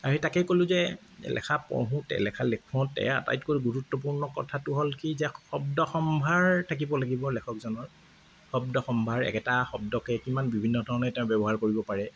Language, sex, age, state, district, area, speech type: Assamese, male, 45-60, Assam, Kamrup Metropolitan, urban, spontaneous